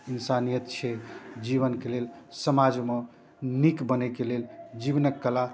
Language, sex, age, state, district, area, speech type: Maithili, male, 30-45, Bihar, Darbhanga, rural, spontaneous